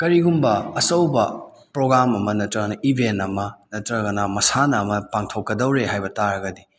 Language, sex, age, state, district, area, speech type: Manipuri, male, 18-30, Manipur, Kakching, rural, spontaneous